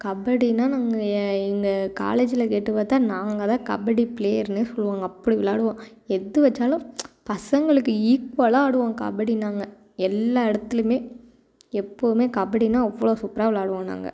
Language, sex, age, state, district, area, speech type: Tamil, female, 18-30, Tamil Nadu, Thoothukudi, rural, spontaneous